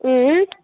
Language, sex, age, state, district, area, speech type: Kashmiri, female, 18-30, Jammu and Kashmir, Anantnag, rural, conversation